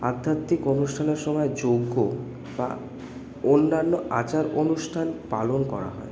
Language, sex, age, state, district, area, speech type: Bengali, male, 18-30, West Bengal, Kolkata, urban, spontaneous